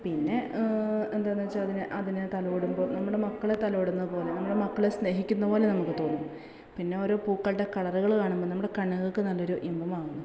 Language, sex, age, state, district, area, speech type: Malayalam, female, 30-45, Kerala, Malappuram, rural, spontaneous